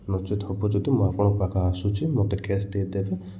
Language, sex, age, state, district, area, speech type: Odia, male, 30-45, Odisha, Koraput, urban, spontaneous